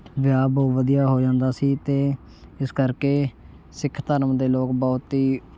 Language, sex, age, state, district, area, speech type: Punjabi, male, 18-30, Punjab, Shaheed Bhagat Singh Nagar, rural, spontaneous